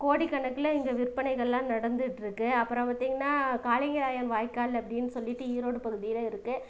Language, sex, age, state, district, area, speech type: Tamil, female, 30-45, Tamil Nadu, Namakkal, rural, spontaneous